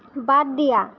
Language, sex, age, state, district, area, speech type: Assamese, female, 18-30, Assam, Lakhimpur, rural, read